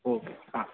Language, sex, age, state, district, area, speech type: Gujarati, male, 18-30, Gujarat, Valsad, rural, conversation